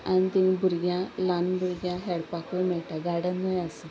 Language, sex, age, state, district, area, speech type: Goan Konkani, female, 30-45, Goa, Sanguem, rural, spontaneous